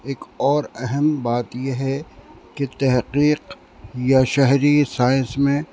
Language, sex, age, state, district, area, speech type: Urdu, male, 60+, Uttar Pradesh, Rampur, urban, spontaneous